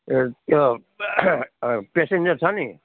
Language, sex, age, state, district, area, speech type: Nepali, male, 45-60, West Bengal, Jalpaiguri, urban, conversation